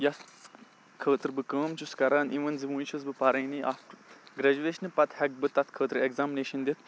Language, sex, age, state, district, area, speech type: Kashmiri, male, 18-30, Jammu and Kashmir, Bandipora, rural, spontaneous